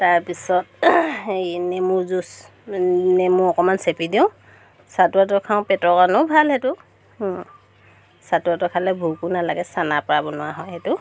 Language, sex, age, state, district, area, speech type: Assamese, female, 30-45, Assam, Tinsukia, urban, spontaneous